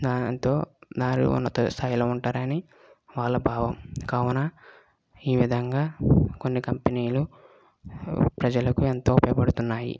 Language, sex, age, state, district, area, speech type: Telugu, female, 18-30, Andhra Pradesh, West Godavari, rural, spontaneous